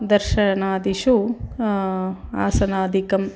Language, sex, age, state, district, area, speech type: Sanskrit, female, 45-60, Tamil Nadu, Chennai, urban, spontaneous